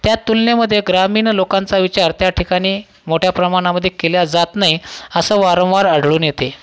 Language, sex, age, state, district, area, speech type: Marathi, male, 30-45, Maharashtra, Washim, rural, spontaneous